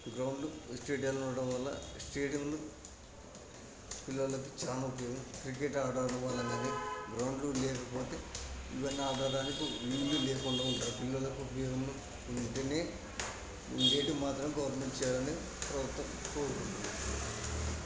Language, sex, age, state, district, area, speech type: Telugu, male, 45-60, Andhra Pradesh, Kadapa, rural, spontaneous